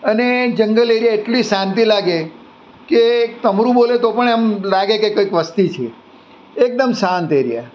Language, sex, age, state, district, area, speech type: Gujarati, male, 60+, Gujarat, Surat, urban, spontaneous